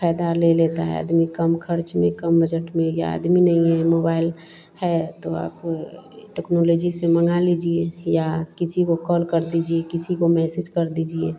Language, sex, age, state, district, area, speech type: Hindi, female, 45-60, Bihar, Vaishali, urban, spontaneous